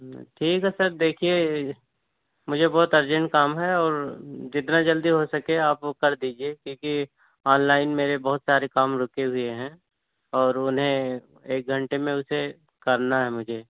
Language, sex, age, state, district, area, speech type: Urdu, male, 18-30, Uttar Pradesh, Ghaziabad, urban, conversation